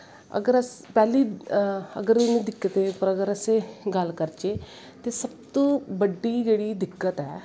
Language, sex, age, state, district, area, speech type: Dogri, female, 30-45, Jammu and Kashmir, Kathua, rural, spontaneous